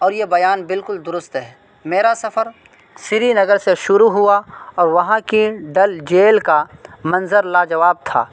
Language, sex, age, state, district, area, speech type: Urdu, male, 18-30, Uttar Pradesh, Saharanpur, urban, spontaneous